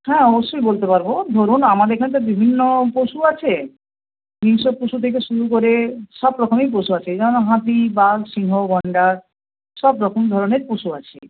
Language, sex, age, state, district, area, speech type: Bengali, female, 45-60, West Bengal, Nadia, rural, conversation